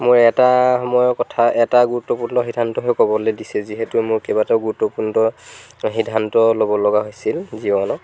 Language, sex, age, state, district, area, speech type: Assamese, male, 30-45, Assam, Lakhimpur, rural, spontaneous